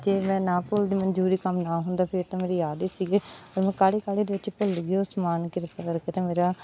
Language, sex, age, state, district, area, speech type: Punjabi, female, 30-45, Punjab, Bathinda, rural, spontaneous